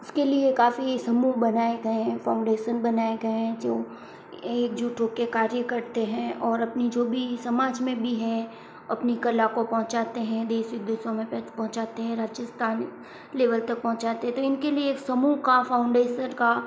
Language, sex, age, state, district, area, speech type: Hindi, female, 45-60, Rajasthan, Jodhpur, urban, spontaneous